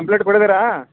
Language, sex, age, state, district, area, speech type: Kannada, male, 30-45, Karnataka, Belgaum, rural, conversation